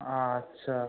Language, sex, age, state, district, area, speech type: Bengali, male, 18-30, West Bengal, Howrah, urban, conversation